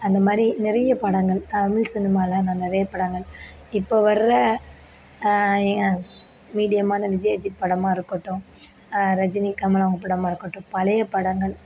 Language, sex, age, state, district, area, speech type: Tamil, female, 30-45, Tamil Nadu, Perambalur, rural, spontaneous